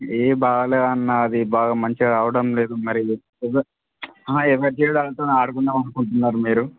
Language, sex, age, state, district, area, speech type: Telugu, male, 18-30, Telangana, Mancherial, rural, conversation